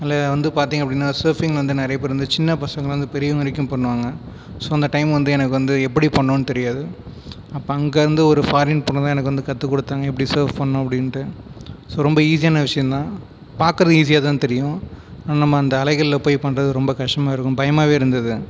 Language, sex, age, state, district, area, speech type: Tamil, male, 18-30, Tamil Nadu, Viluppuram, rural, spontaneous